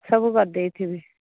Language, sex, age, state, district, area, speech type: Odia, female, 30-45, Odisha, Nayagarh, rural, conversation